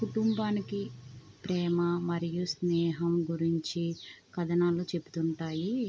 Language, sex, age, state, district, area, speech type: Telugu, female, 18-30, Andhra Pradesh, West Godavari, rural, spontaneous